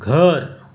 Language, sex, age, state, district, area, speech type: Marathi, male, 30-45, Maharashtra, Raigad, rural, read